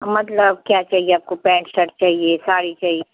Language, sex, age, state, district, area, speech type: Hindi, female, 60+, Madhya Pradesh, Jabalpur, urban, conversation